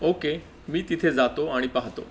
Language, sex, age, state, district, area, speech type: Marathi, male, 30-45, Maharashtra, Palghar, rural, read